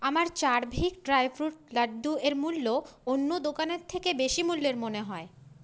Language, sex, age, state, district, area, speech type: Bengali, female, 30-45, West Bengal, Paschim Bardhaman, urban, read